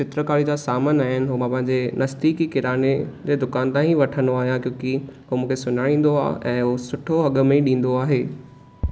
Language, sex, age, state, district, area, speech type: Sindhi, male, 18-30, Maharashtra, Thane, rural, spontaneous